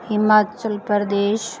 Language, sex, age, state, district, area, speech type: Punjabi, female, 30-45, Punjab, Mansa, rural, spontaneous